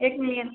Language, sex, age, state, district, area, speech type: Hindi, female, 18-30, Uttar Pradesh, Bhadohi, rural, conversation